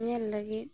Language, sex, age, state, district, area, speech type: Santali, female, 18-30, Jharkhand, Bokaro, rural, spontaneous